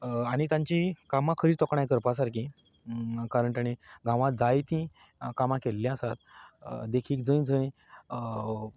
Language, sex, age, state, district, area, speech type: Goan Konkani, male, 30-45, Goa, Canacona, rural, spontaneous